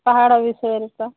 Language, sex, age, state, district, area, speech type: Odia, female, 30-45, Odisha, Nabarangpur, urban, conversation